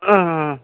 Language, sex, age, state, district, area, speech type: Bengali, male, 30-45, West Bengal, Kolkata, urban, conversation